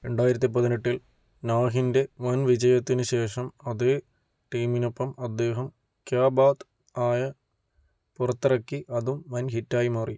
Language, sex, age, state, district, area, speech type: Malayalam, male, 18-30, Kerala, Kozhikode, urban, read